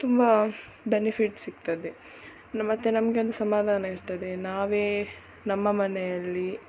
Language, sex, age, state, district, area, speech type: Kannada, female, 18-30, Karnataka, Udupi, rural, spontaneous